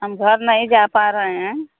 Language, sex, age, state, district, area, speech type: Hindi, female, 45-60, Uttar Pradesh, Mau, rural, conversation